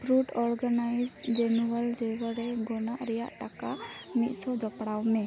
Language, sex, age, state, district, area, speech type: Santali, female, 18-30, West Bengal, Dakshin Dinajpur, rural, read